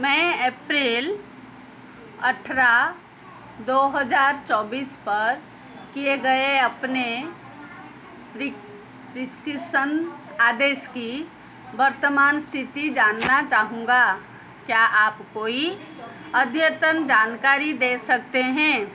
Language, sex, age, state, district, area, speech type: Hindi, female, 30-45, Madhya Pradesh, Seoni, urban, read